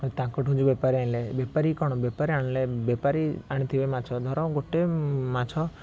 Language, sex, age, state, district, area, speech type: Odia, male, 18-30, Odisha, Puri, urban, spontaneous